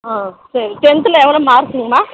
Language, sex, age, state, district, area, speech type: Tamil, female, 60+, Tamil Nadu, Krishnagiri, rural, conversation